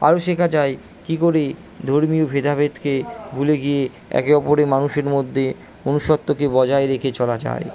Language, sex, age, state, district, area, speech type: Bengali, female, 30-45, West Bengal, Purba Bardhaman, urban, spontaneous